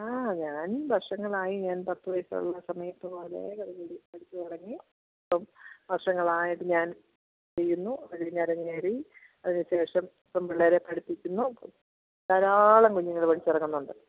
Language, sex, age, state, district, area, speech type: Malayalam, female, 45-60, Kerala, Idukki, rural, conversation